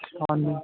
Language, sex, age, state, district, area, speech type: Punjabi, male, 18-30, Punjab, Ludhiana, rural, conversation